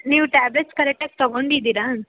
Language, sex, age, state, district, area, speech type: Kannada, female, 18-30, Karnataka, Tumkur, rural, conversation